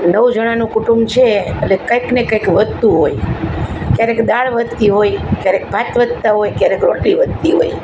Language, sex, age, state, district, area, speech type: Gujarati, male, 60+, Gujarat, Rajkot, urban, spontaneous